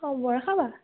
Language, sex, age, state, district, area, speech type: Assamese, female, 45-60, Assam, Biswanath, rural, conversation